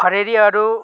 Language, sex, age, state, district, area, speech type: Nepali, male, 18-30, West Bengal, Kalimpong, rural, spontaneous